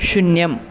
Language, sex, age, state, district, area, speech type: Sanskrit, male, 18-30, Maharashtra, Chandrapur, rural, read